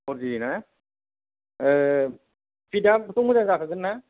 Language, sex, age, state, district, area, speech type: Bodo, male, 30-45, Assam, Kokrajhar, rural, conversation